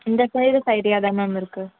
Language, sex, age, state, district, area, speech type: Tamil, female, 18-30, Tamil Nadu, Madurai, urban, conversation